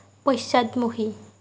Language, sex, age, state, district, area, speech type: Assamese, female, 30-45, Assam, Nagaon, rural, read